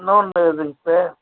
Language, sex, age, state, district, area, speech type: Tamil, male, 30-45, Tamil Nadu, Tiruvannamalai, urban, conversation